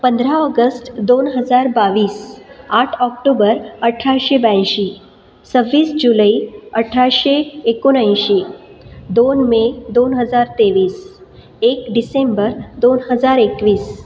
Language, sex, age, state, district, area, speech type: Marathi, female, 30-45, Maharashtra, Buldhana, urban, spontaneous